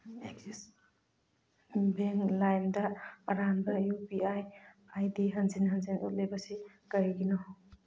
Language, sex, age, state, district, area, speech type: Manipuri, female, 45-60, Manipur, Churachandpur, rural, read